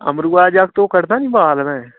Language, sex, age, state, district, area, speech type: Dogri, male, 30-45, Jammu and Kashmir, Udhampur, rural, conversation